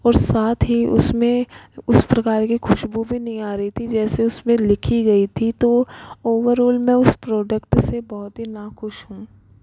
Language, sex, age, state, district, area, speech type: Hindi, female, 18-30, Rajasthan, Jaipur, urban, spontaneous